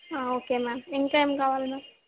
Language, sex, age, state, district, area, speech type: Telugu, female, 18-30, Telangana, Mahbubnagar, urban, conversation